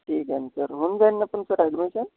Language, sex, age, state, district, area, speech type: Marathi, male, 30-45, Maharashtra, Washim, urban, conversation